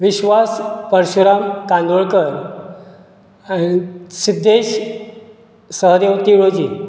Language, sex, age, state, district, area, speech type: Goan Konkani, male, 45-60, Goa, Bardez, rural, spontaneous